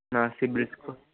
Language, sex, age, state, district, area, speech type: Telugu, male, 18-30, Telangana, Ranga Reddy, urban, conversation